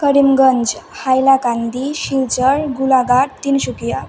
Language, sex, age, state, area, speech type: Sanskrit, female, 18-30, Assam, rural, spontaneous